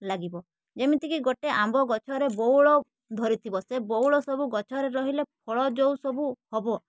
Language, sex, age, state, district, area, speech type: Odia, female, 18-30, Odisha, Mayurbhanj, rural, spontaneous